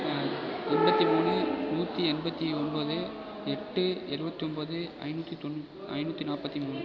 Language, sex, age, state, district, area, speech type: Tamil, male, 18-30, Tamil Nadu, Mayiladuthurai, urban, spontaneous